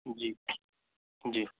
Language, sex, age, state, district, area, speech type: Sindhi, male, 18-30, Gujarat, Kutch, rural, conversation